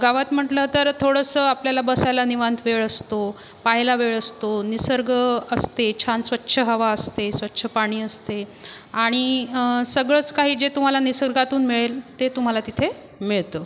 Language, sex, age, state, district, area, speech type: Marathi, female, 30-45, Maharashtra, Buldhana, rural, spontaneous